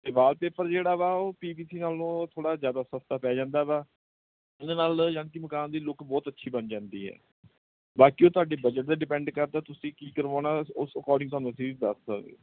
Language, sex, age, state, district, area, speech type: Punjabi, male, 30-45, Punjab, Bathinda, urban, conversation